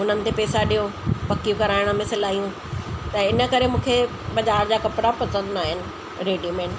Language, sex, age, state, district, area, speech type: Sindhi, female, 45-60, Delhi, South Delhi, urban, spontaneous